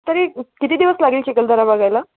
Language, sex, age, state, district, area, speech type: Marathi, female, 30-45, Maharashtra, Wardha, urban, conversation